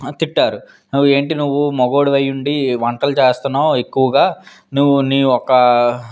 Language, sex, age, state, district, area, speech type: Telugu, male, 18-30, Andhra Pradesh, Vizianagaram, urban, spontaneous